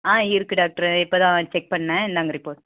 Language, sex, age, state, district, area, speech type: Tamil, female, 18-30, Tamil Nadu, Virudhunagar, rural, conversation